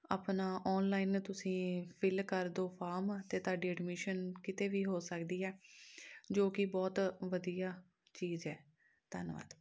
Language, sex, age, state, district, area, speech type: Punjabi, female, 30-45, Punjab, Amritsar, urban, spontaneous